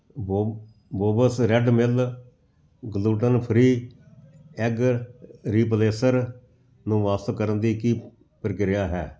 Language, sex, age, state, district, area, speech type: Punjabi, male, 60+, Punjab, Amritsar, urban, read